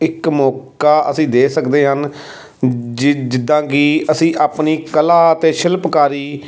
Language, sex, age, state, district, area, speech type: Punjabi, male, 30-45, Punjab, Amritsar, urban, spontaneous